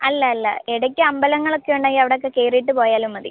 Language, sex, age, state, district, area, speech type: Malayalam, female, 18-30, Kerala, Kottayam, rural, conversation